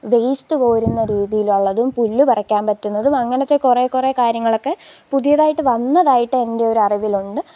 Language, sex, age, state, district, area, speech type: Malayalam, female, 18-30, Kerala, Pathanamthitta, rural, spontaneous